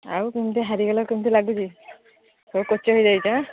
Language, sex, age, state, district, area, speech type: Odia, female, 60+, Odisha, Jharsuguda, rural, conversation